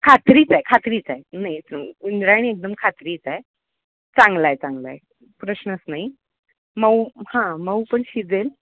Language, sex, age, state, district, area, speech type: Marathi, female, 30-45, Maharashtra, Kolhapur, urban, conversation